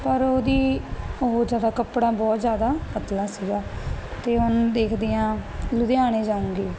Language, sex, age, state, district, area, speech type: Punjabi, female, 30-45, Punjab, Barnala, rural, spontaneous